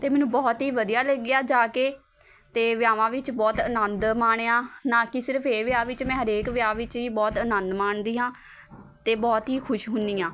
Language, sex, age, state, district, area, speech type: Punjabi, female, 18-30, Punjab, Patiala, urban, spontaneous